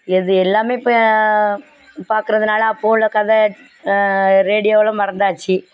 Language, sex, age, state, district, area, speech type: Tamil, female, 60+, Tamil Nadu, Thoothukudi, rural, spontaneous